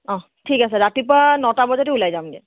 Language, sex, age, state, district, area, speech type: Assamese, female, 30-45, Assam, Charaideo, urban, conversation